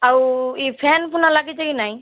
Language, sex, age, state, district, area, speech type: Odia, female, 60+, Odisha, Boudh, rural, conversation